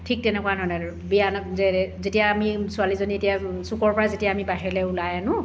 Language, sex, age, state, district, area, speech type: Assamese, female, 45-60, Assam, Dibrugarh, rural, spontaneous